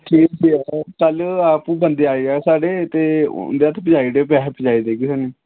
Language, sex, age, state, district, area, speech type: Dogri, male, 18-30, Jammu and Kashmir, Samba, rural, conversation